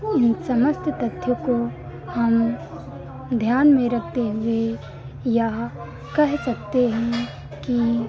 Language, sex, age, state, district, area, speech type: Hindi, female, 30-45, Uttar Pradesh, Lucknow, rural, spontaneous